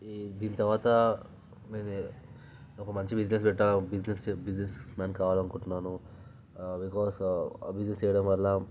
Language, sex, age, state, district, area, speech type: Telugu, male, 18-30, Telangana, Vikarabad, urban, spontaneous